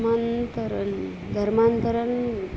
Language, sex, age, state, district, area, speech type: Marathi, female, 30-45, Maharashtra, Nanded, urban, spontaneous